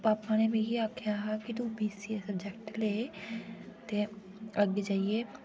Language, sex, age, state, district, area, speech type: Dogri, female, 18-30, Jammu and Kashmir, Udhampur, urban, spontaneous